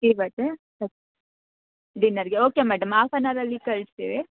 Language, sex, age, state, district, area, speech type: Kannada, female, 18-30, Karnataka, Mysore, urban, conversation